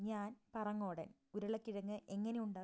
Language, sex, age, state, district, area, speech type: Malayalam, female, 18-30, Kerala, Wayanad, rural, read